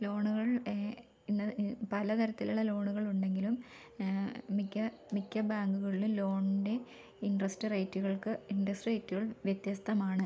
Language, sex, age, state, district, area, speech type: Malayalam, female, 18-30, Kerala, Wayanad, rural, spontaneous